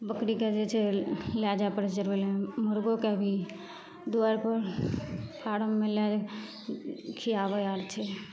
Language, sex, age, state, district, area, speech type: Maithili, female, 18-30, Bihar, Madhepura, rural, spontaneous